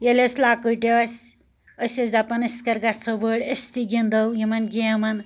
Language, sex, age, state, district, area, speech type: Kashmiri, female, 30-45, Jammu and Kashmir, Anantnag, rural, spontaneous